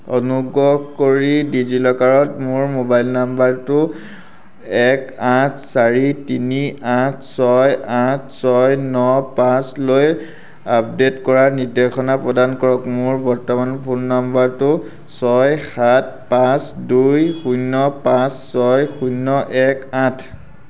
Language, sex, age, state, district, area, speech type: Assamese, male, 18-30, Assam, Sivasagar, urban, read